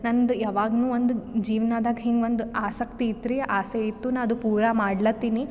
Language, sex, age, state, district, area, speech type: Kannada, female, 18-30, Karnataka, Gulbarga, urban, spontaneous